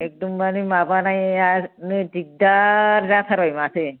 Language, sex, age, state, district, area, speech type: Bodo, female, 45-60, Assam, Chirang, rural, conversation